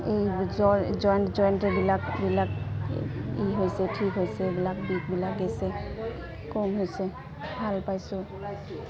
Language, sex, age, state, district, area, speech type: Assamese, female, 30-45, Assam, Goalpara, rural, spontaneous